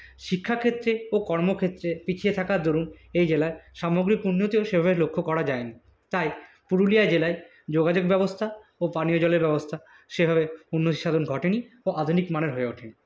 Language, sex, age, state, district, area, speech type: Bengali, male, 18-30, West Bengal, Purulia, urban, spontaneous